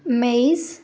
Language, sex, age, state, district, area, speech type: Telugu, female, 18-30, Telangana, Bhadradri Kothagudem, rural, spontaneous